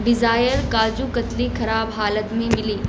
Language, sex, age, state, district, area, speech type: Urdu, female, 18-30, Bihar, Supaul, rural, read